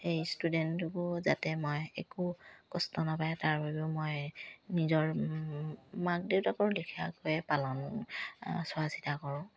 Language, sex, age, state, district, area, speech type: Assamese, female, 30-45, Assam, Charaideo, rural, spontaneous